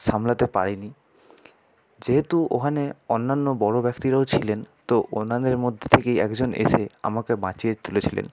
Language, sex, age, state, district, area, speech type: Bengali, male, 30-45, West Bengal, Purba Bardhaman, urban, spontaneous